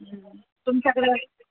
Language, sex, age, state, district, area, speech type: Marathi, female, 30-45, Maharashtra, Buldhana, rural, conversation